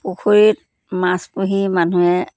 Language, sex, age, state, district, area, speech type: Assamese, female, 60+, Assam, Dhemaji, rural, spontaneous